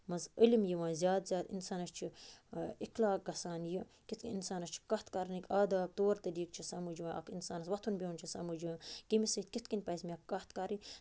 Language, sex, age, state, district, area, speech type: Kashmiri, male, 45-60, Jammu and Kashmir, Budgam, rural, spontaneous